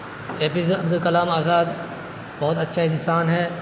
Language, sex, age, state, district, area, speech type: Urdu, male, 30-45, Bihar, Supaul, rural, spontaneous